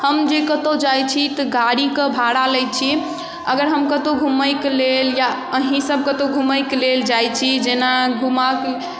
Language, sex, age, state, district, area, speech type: Maithili, female, 18-30, Bihar, Darbhanga, rural, spontaneous